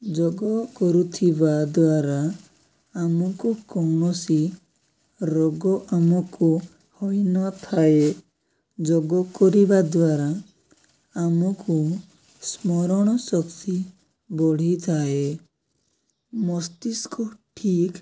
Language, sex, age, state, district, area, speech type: Odia, male, 18-30, Odisha, Nabarangpur, urban, spontaneous